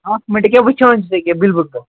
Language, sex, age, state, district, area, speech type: Kashmiri, male, 45-60, Jammu and Kashmir, Srinagar, urban, conversation